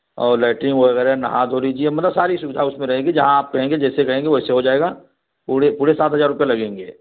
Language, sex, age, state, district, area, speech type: Hindi, male, 45-60, Uttar Pradesh, Varanasi, rural, conversation